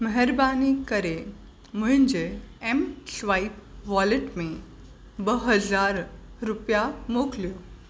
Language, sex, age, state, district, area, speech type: Sindhi, female, 18-30, Maharashtra, Mumbai Suburban, urban, read